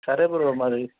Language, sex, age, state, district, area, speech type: Telugu, male, 18-30, Telangana, Hyderabad, rural, conversation